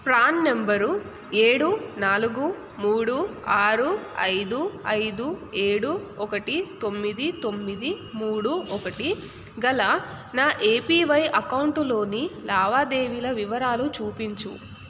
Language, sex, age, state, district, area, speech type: Telugu, female, 18-30, Telangana, Nalgonda, urban, read